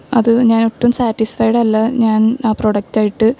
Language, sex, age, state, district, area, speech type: Malayalam, female, 18-30, Kerala, Thrissur, rural, spontaneous